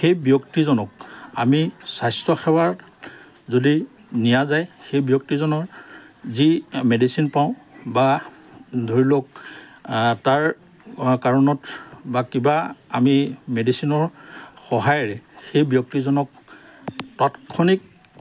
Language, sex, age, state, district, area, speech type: Assamese, male, 45-60, Assam, Lakhimpur, rural, spontaneous